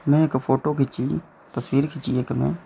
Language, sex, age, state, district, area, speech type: Dogri, male, 18-30, Jammu and Kashmir, Reasi, rural, spontaneous